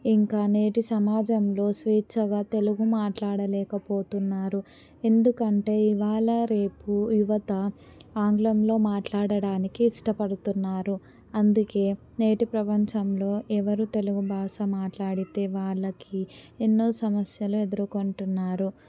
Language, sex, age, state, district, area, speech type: Telugu, female, 18-30, Telangana, Suryapet, urban, spontaneous